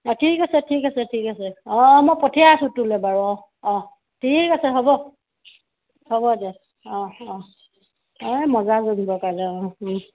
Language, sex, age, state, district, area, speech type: Assamese, female, 30-45, Assam, Sivasagar, rural, conversation